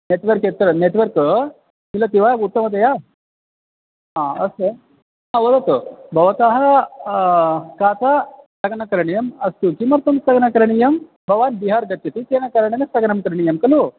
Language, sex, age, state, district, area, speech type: Sanskrit, male, 30-45, Karnataka, Bangalore Urban, urban, conversation